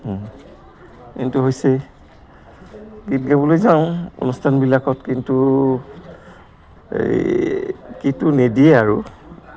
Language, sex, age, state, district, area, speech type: Assamese, male, 60+, Assam, Goalpara, urban, spontaneous